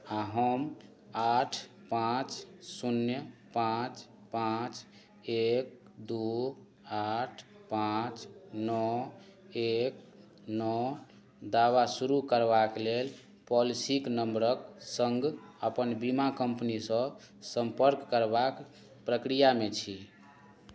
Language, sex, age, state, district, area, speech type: Maithili, male, 30-45, Bihar, Madhubani, rural, read